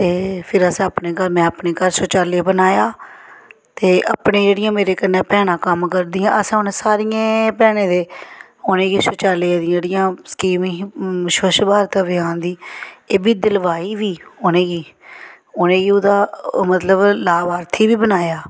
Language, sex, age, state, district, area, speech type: Dogri, female, 45-60, Jammu and Kashmir, Samba, rural, spontaneous